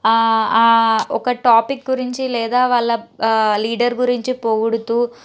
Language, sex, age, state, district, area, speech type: Telugu, female, 18-30, Andhra Pradesh, Palnadu, urban, spontaneous